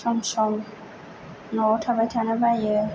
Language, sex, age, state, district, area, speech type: Bodo, female, 30-45, Assam, Chirang, rural, spontaneous